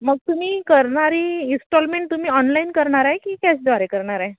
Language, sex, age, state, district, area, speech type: Marathi, female, 30-45, Maharashtra, Wardha, rural, conversation